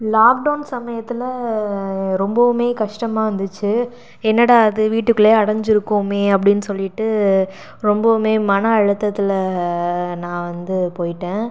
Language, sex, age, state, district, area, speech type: Tamil, female, 30-45, Tamil Nadu, Sivaganga, rural, spontaneous